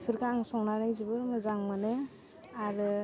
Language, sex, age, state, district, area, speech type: Bodo, female, 30-45, Assam, Udalguri, urban, spontaneous